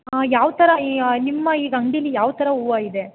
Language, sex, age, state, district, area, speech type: Kannada, female, 18-30, Karnataka, Tumkur, rural, conversation